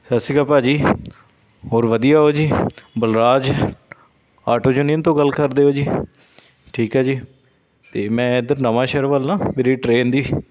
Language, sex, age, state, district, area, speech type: Punjabi, male, 30-45, Punjab, Shaheed Bhagat Singh Nagar, rural, spontaneous